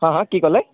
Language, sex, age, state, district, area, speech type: Assamese, male, 30-45, Assam, Nagaon, rural, conversation